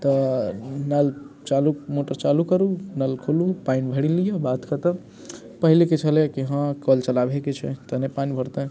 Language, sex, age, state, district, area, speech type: Maithili, male, 18-30, Bihar, Muzaffarpur, rural, spontaneous